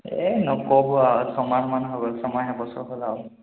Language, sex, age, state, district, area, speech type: Assamese, male, 18-30, Assam, Sonitpur, rural, conversation